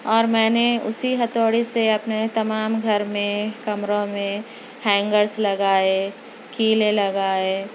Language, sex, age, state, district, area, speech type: Urdu, female, 30-45, Telangana, Hyderabad, urban, spontaneous